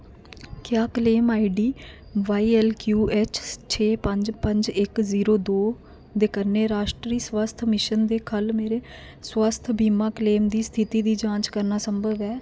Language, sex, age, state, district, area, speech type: Dogri, female, 18-30, Jammu and Kashmir, Kathua, rural, read